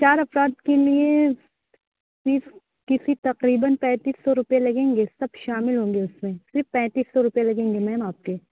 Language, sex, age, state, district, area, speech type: Urdu, female, 18-30, Uttar Pradesh, Balrampur, rural, conversation